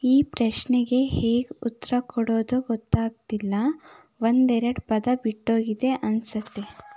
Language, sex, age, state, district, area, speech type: Kannada, female, 18-30, Karnataka, Chitradurga, rural, read